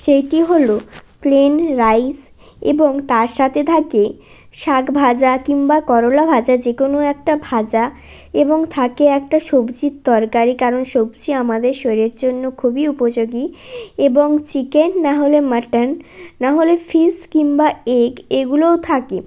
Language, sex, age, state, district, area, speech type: Bengali, female, 18-30, West Bengal, Bankura, urban, spontaneous